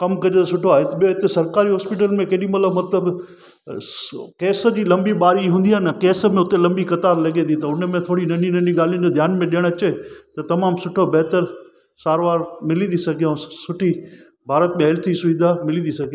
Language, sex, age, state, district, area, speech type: Sindhi, male, 45-60, Gujarat, Junagadh, rural, spontaneous